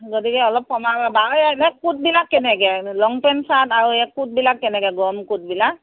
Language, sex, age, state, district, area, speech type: Assamese, female, 45-60, Assam, Morigaon, rural, conversation